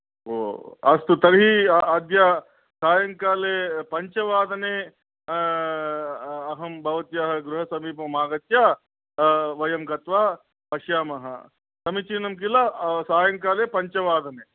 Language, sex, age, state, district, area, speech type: Sanskrit, male, 45-60, Andhra Pradesh, Guntur, urban, conversation